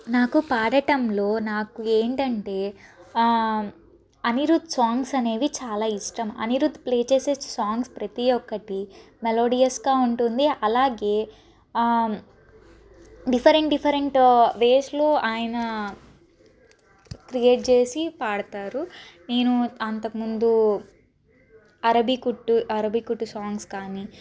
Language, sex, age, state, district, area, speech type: Telugu, female, 18-30, Andhra Pradesh, Guntur, urban, spontaneous